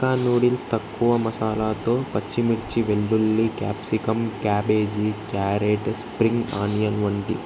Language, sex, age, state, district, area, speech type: Telugu, male, 18-30, Andhra Pradesh, Krishna, urban, spontaneous